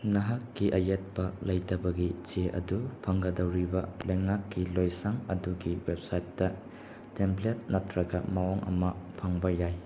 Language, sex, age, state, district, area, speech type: Manipuri, male, 18-30, Manipur, Chandel, rural, read